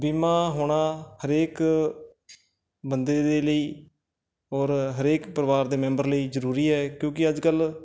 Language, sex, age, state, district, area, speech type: Punjabi, male, 30-45, Punjab, Mansa, urban, spontaneous